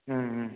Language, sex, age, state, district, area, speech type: Tamil, male, 30-45, Tamil Nadu, Viluppuram, rural, conversation